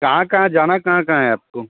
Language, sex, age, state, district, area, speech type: Hindi, male, 30-45, Bihar, Darbhanga, rural, conversation